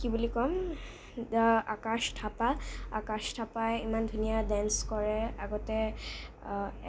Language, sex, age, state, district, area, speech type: Assamese, female, 18-30, Assam, Kamrup Metropolitan, urban, spontaneous